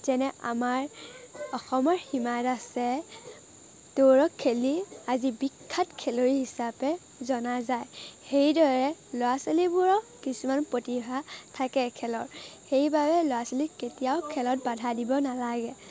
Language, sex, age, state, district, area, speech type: Assamese, female, 18-30, Assam, Majuli, urban, spontaneous